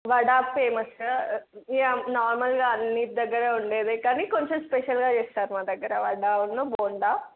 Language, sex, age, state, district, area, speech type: Telugu, female, 18-30, Telangana, Peddapalli, rural, conversation